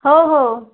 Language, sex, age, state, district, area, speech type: Odia, female, 45-60, Odisha, Nabarangpur, rural, conversation